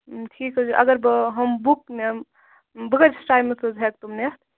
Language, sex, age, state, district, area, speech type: Kashmiri, female, 30-45, Jammu and Kashmir, Kupwara, rural, conversation